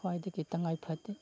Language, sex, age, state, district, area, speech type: Manipuri, male, 30-45, Manipur, Chandel, rural, spontaneous